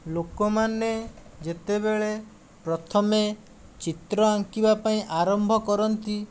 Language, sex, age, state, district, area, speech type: Odia, male, 60+, Odisha, Jajpur, rural, spontaneous